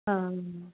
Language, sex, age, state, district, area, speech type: Punjabi, female, 30-45, Punjab, Bathinda, rural, conversation